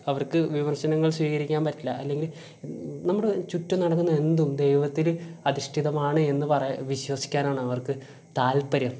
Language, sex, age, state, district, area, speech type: Malayalam, male, 18-30, Kerala, Kasaragod, rural, spontaneous